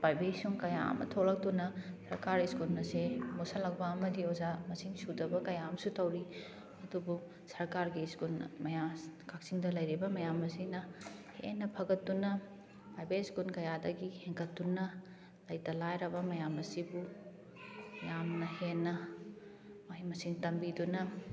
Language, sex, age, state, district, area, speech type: Manipuri, female, 30-45, Manipur, Kakching, rural, spontaneous